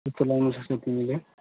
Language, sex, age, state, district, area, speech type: Nepali, male, 18-30, West Bengal, Alipurduar, urban, conversation